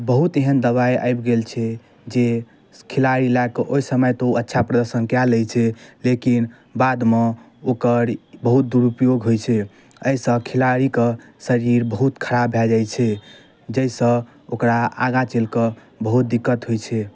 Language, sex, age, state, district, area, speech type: Maithili, male, 18-30, Bihar, Darbhanga, rural, spontaneous